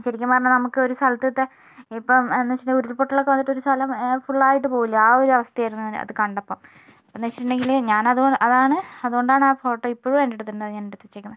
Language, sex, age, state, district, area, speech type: Malayalam, female, 18-30, Kerala, Kozhikode, urban, spontaneous